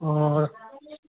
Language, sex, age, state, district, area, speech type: Assamese, male, 60+, Assam, Charaideo, urban, conversation